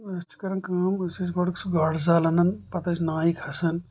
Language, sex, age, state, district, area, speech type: Kashmiri, male, 30-45, Jammu and Kashmir, Anantnag, rural, spontaneous